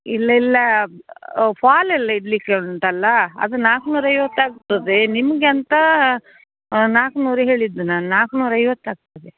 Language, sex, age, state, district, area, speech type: Kannada, female, 60+, Karnataka, Udupi, rural, conversation